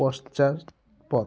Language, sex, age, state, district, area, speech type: Bengali, male, 18-30, West Bengal, Jalpaiguri, rural, read